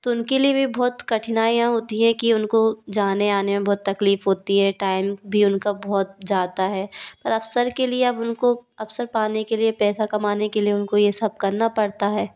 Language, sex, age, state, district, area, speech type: Hindi, female, 45-60, Madhya Pradesh, Bhopal, urban, spontaneous